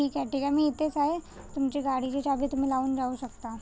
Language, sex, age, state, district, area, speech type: Marathi, female, 30-45, Maharashtra, Nagpur, urban, spontaneous